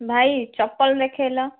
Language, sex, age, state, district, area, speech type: Odia, female, 30-45, Odisha, Cuttack, urban, conversation